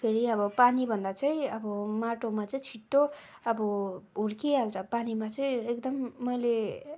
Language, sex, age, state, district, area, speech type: Nepali, female, 18-30, West Bengal, Darjeeling, rural, spontaneous